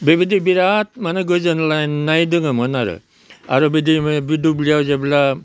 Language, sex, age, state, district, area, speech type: Bodo, male, 60+, Assam, Udalguri, rural, spontaneous